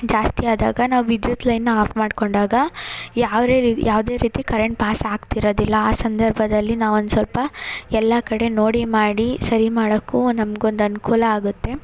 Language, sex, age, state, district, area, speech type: Kannada, female, 30-45, Karnataka, Hassan, urban, spontaneous